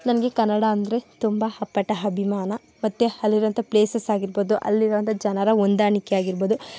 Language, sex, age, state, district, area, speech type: Kannada, female, 30-45, Karnataka, Tumkur, rural, spontaneous